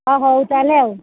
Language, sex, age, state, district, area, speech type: Odia, female, 60+, Odisha, Jharsuguda, rural, conversation